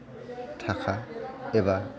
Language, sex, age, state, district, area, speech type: Bodo, male, 45-60, Assam, Chirang, urban, spontaneous